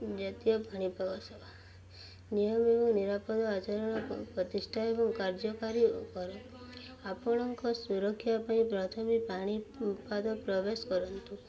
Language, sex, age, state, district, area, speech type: Odia, female, 18-30, Odisha, Subarnapur, urban, spontaneous